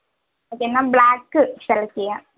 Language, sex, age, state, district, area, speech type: Malayalam, female, 30-45, Kerala, Wayanad, rural, conversation